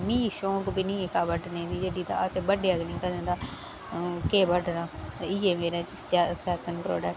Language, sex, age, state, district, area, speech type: Dogri, female, 18-30, Jammu and Kashmir, Reasi, rural, spontaneous